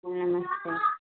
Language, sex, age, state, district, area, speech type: Hindi, female, 45-60, Uttar Pradesh, Ayodhya, rural, conversation